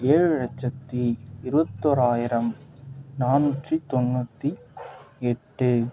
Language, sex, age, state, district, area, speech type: Tamil, male, 18-30, Tamil Nadu, Nagapattinam, rural, spontaneous